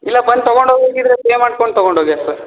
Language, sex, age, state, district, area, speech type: Kannada, male, 18-30, Karnataka, Uttara Kannada, rural, conversation